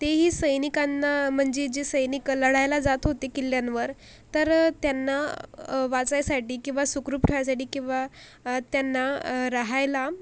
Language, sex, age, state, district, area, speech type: Marathi, female, 45-60, Maharashtra, Akola, rural, spontaneous